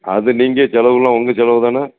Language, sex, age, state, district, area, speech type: Tamil, male, 60+, Tamil Nadu, Thoothukudi, rural, conversation